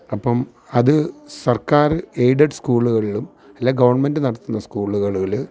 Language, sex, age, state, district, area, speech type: Malayalam, male, 45-60, Kerala, Alappuzha, rural, spontaneous